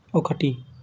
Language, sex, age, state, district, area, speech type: Telugu, male, 18-30, Telangana, Hyderabad, urban, read